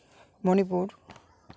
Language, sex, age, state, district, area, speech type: Santali, male, 18-30, West Bengal, Bankura, rural, spontaneous